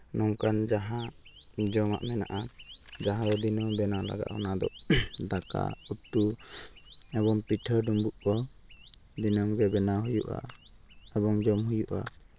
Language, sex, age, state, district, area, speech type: Santali, male, 18-30, West Bengal, Purulia, rural, spontaneous